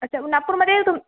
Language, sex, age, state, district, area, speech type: Marathi, female, 18-30, Maharashtra, Nagpur, urban, conversation